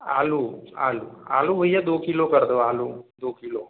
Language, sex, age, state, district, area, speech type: Hindi, male, 18-30, Madhya Pradesh, Balaghat, rural, conversation